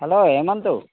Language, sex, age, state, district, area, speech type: Telugu, male, 45-60, Telangana, Mancherial, rural, conversation